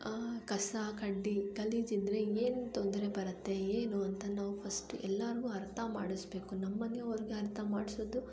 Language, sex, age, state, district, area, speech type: Kannada, female, 18-30, Karnataka, Kolar, urban, spontaneous